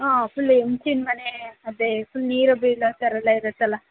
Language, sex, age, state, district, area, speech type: Kannada, female, 45-60, Karnataka, Tumkur, rural, conversation